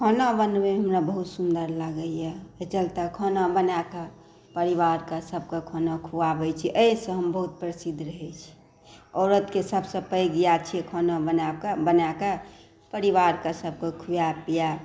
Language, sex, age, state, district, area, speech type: Maithili, female, 60+, Bihar, Saharsa, rural, spontaneous